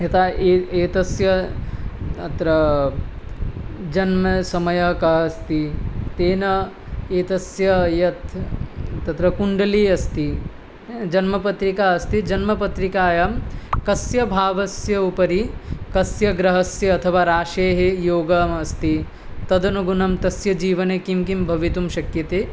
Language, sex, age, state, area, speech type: Sanskrit, male, 18-30, Tripura, rural, spontaneous